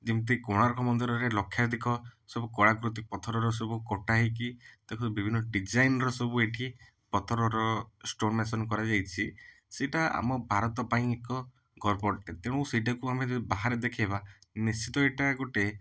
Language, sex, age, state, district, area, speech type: Odia, male, 18-30, Odisha, Puri, urban, spontaneous